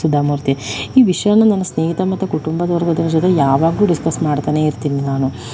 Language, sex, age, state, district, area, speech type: Kannada, female, 45-60, Karnataka, Tumkur, urban, spontaneous